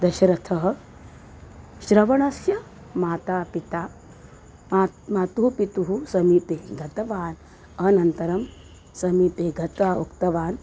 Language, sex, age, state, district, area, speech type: Sanskrit, female, 45-60, Maharashtra, Nagpur, urban, spontaneous